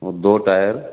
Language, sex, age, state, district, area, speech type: Urdu, male, 60+, Delhi, South Delhi, urban, conversation